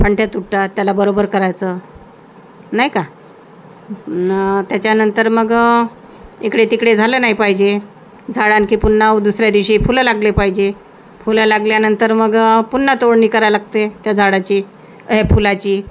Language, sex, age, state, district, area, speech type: Marathi, female, 45-60, Maharashtra, Nagpur, rural, spontaneous